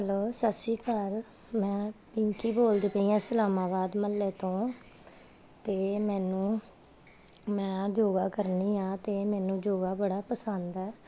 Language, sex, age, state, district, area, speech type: Punjabi, female, 30-45, Punjab, Gurdaspur, urban, spontaneous